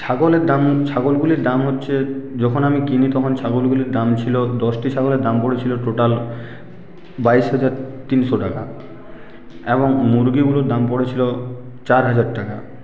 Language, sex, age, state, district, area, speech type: Bengali, male, 45-60, West Bengal, Purulia, urban, spontaneous